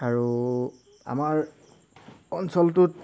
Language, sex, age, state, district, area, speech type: Assamese, male, 18-30, Assam, Golaghat, rural, spontaneous